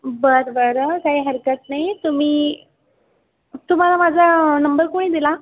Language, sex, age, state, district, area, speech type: Marathi, female, 45-60, Maharashtra, Buldhana, rural, conversation